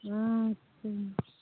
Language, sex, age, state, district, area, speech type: Maithili, female, 45-60, Bihar, Darbhanga, rural, conversation